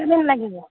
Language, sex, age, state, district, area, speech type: Assamese, female, 30-45, Assam, Dibrugarh, rural, conversation